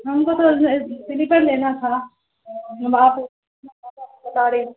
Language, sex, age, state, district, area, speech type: Urdu, female, 18-30, Bihar, Saharsa, rural, conversation